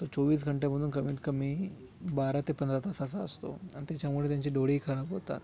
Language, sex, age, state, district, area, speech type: Marathi, male, 30-45, Maharashtra, Thane, urban, spontaneous